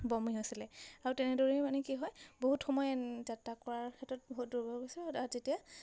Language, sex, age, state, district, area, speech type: Assamese, female, 18-30, Assam, Majuli, urban, spontaneous